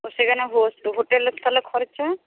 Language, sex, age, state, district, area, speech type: Bengali, female, 45-60, West Bengal, Paschim Medinipur, rural, conversation